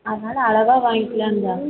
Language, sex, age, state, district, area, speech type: Tamil, female, 30-45, Tamil Nadu, Erode, rural, conversation